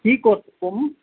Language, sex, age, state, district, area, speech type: Assamese, male, 30-45, Assam, Jorhat, urban, conversation